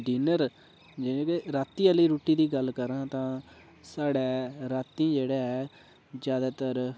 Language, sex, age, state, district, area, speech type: Dogri, male, 18-30, Jammu and Kashmir, Udhampur, rural, spontaneous